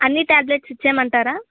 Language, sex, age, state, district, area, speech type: Telugu, female, 18-30, Andhra Pradesh, Annamaya, rural, conversation